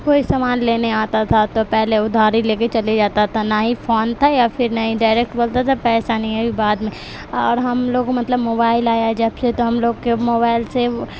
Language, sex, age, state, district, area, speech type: Urdu, female, 18-30, Bihar, Supaul, rural, spontaneous